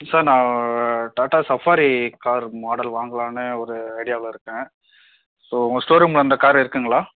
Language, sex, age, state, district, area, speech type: Tamil, male, 45-60, Tamil Nadu, Mayiladuthurai, rural, conversation